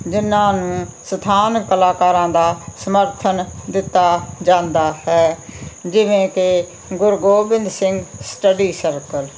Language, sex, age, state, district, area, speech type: Punjabi, female, 60+, Punjab, Muktsar, urban, spontaneous